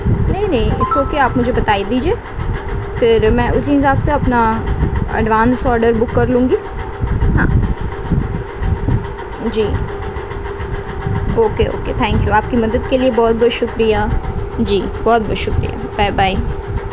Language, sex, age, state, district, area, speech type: Urdu, female, 18-30, West Bengal, Kolkata, urban, spontaneous